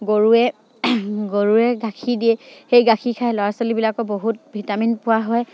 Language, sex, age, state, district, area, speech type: Assamese, female, 45-60, Assam, Dibrugarh, rural, spontaneous